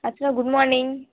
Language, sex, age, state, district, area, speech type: Tamil, female, 18-30, Tamil Nadu, Vellore, urban, conversation